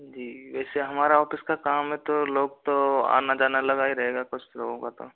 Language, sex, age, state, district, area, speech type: Hindi, male, 45-60, Rajasthan, Karauli, rural, conversation